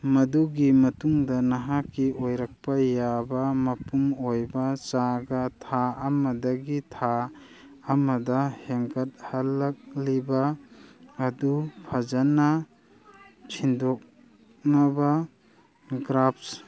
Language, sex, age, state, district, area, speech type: Manipuri, male, 30-45, Manipur, Churachandpur, rural, read